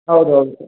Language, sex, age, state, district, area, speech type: Kannada, male, 18-30, Karnataka, Mandya, urban, conversation